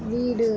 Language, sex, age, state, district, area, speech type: Tamil, female, 18-30, Tamil Nadu, Chennai, urban, read